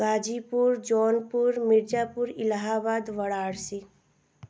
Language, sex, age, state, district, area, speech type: Hindi, female, 18-30, Uttar Pradesh, Ghazipur, rural, spontaneous